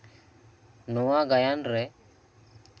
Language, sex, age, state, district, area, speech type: Santali, male, 18-30, West Bengal, Bankura, rural, spontaneous